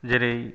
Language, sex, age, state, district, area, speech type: Bodo, male, 30-45, Assam, Kokrajhar, rural, spontaneous